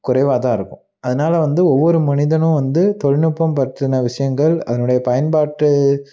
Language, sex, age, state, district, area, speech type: Tamil, male, 30-45, Tamil Nadu, Tiruppur, rural, spontaneous